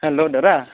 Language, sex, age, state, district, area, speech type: Assamese, male, 18-30, Assam, Sivasagar, rural, conversation